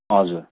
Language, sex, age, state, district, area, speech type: Nepali, male, 30-45, West Bengal, Darjeeling, rural, conversation